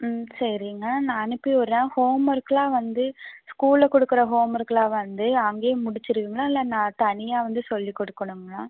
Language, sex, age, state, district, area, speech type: Tamil, female, 18-30, Tamil Nadu, Tiruppur, rural, conversation